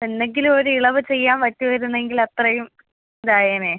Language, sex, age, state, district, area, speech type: Malayalam, female, 18-30, Kerala, Kollam, rural, conversation